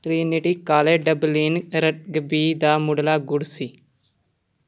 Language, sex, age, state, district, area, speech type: Punjabi, male, 18-30, Punjab, Amritsar, urban, read